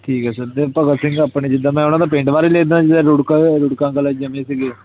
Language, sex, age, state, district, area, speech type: Punjabi, male, 18-30, Punjab, Hoshiarpur, rural, conversation